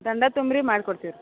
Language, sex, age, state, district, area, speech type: Kannada, female, 60+, Karnataka, Belgaum, rural, conversation